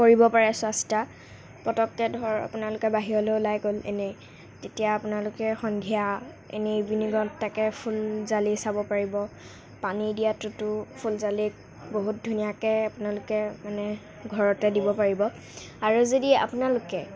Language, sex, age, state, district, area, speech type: Assamese, female, 18-30, Assam, Nagaon, rural, spontaneous